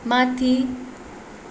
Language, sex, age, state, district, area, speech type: Nepali, female, 18-30, West Bengal, Darjeeling, rural, read